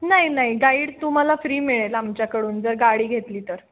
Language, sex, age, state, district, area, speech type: Marathi, female, 30-45, Maharashtra, Kolhapur, urban, conversation